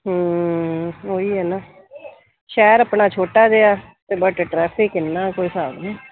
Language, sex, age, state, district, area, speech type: Punjabi, female, 30-45, Punjab, Kapurthala, urban, conversation